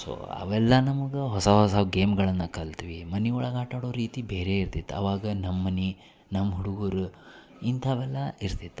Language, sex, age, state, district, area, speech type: Kannada, male, 30-45, Karnataka, Dharwad, urban, spontaneous